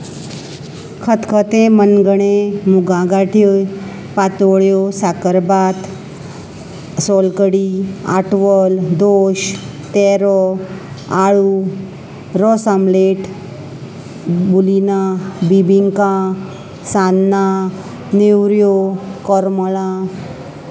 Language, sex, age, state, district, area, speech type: Goan Konkani, female, 45-60, Goa, Salcete, urban, spontaneous